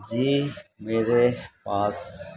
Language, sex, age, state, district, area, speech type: Urdu, male, 30-45, Uttar Pradesh, Muzaffarnagar, urban, spontaneous